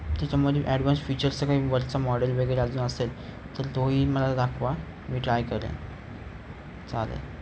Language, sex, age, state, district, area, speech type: Marathi, male, 18-30, Maharashtra, Ratnagiri, urban, spontaneous